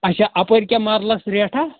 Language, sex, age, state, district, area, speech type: Kashmiri, male, 30-45, Jammu and Kashmir, Anantnag, rural, conversation